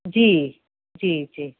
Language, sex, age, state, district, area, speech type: Sindhi, female, 45-60, Uttar Pradesh, Lucknow, rural, conversation